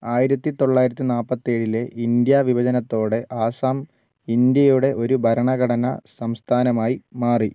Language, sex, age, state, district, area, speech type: Malayalam, male, 60+, Kerala, Wayanad, rural, read